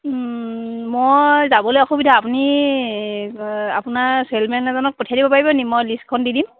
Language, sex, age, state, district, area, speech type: Assamese, female, 30-45, Assam, Sivasagar, urban, conversation